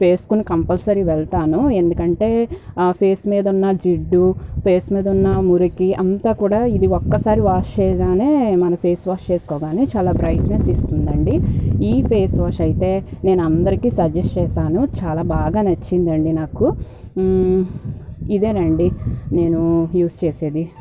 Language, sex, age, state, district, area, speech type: Telugu, female, 18-30, Andhra Pradesh, Guntur, urban, spontaneous